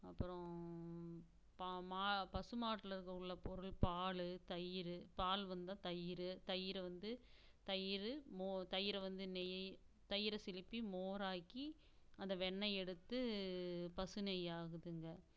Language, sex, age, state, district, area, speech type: Tamil, female, 45-60, Tamil Nadu, Namakkal, rural, spontaneous